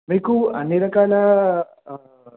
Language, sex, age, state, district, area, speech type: Telugu, male, 18-30, Telangana, Mahabubabad, urban, conversation